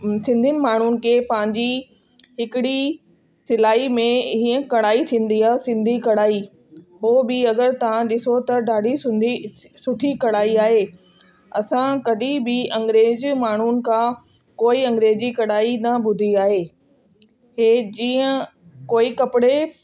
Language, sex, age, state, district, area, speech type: Sindhi, female, 30-45, Delhi, South Delhi, urban, spontaneous